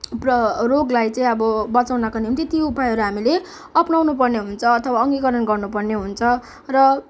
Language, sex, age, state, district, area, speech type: Nepali, female, 18-30, West Bengal, Kalimpong, rural, spontaneous